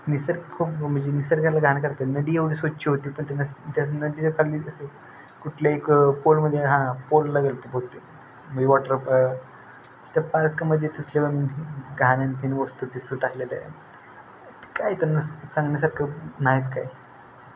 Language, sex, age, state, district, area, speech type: Marathi, male, 18-30, Maharashtra, Satara, urban, spontaneous